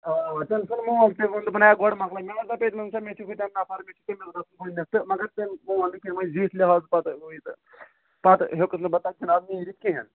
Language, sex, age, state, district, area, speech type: Kashmiri, male, 18-30, Jammu and Kashmir, Budgam, rural, conversation